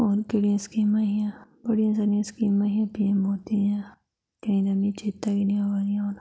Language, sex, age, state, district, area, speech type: Dogri, female, 18-30, Jammu and Kashmir, Reasi, rural, spontaneous